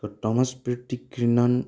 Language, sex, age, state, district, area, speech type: Bengali, male, 18-30, West Bengal, Kolkata, urban, spontaneous